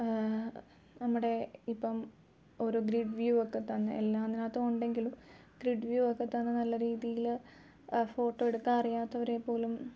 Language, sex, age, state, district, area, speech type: Malayalam, female, 18-30, Kerala, Alappuzha, rural, spontaneous